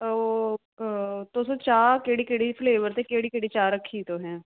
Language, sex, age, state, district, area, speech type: Dogri, female, 18-30, Jammu and Kashmir, Samba, rural, conversation